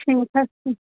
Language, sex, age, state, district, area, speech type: Kashmiri, female, 60+, Jammu and Kashmir, Pulwama, rural, conversation